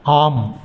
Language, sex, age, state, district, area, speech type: Sanskrit, male, 60+, Andhra Pradesh, Visakhapatnam, urban, read